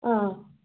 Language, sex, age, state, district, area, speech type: Manipuri, female, 18-30, Manipur, Kangpokpi, urban, conversation